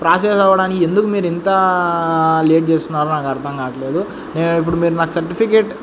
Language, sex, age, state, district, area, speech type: Telugu, male, 18-30, Andhra Pradesh, Sri Satya Sai, urban, spontaneous